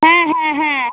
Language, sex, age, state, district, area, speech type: Bengali, female, 18-30, West Bengal, Alipurduar, rural, conversation